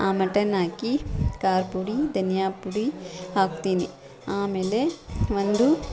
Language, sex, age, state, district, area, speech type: Kannada, female, 45-60, Karnataka, Bangalore Urban, urban, spontaneous